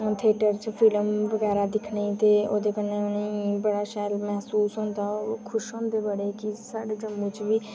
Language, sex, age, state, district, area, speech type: Dogri, female, 18-30, Jammu and Kashmir, Jammu, rural, spontaneous